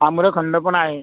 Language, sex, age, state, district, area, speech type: Marathi, other, 18-30, Maharashtra, Buldhana, rural, conversation